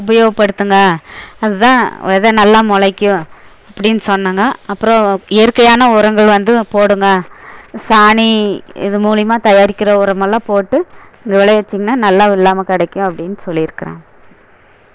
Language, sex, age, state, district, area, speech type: Tamil, female, 60+, Tamil Nadu, Erode, urban, spontaneous